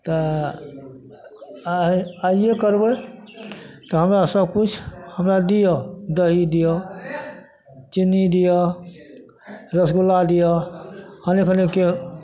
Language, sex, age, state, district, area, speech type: Maithili, male, 60+, Bihar, Madhepura, urban, spontaneous